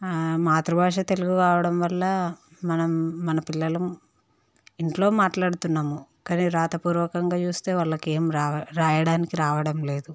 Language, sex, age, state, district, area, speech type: Telugu, female, 30-45, Andhra Pradesh, Visakhapatnam, urban, spontaneous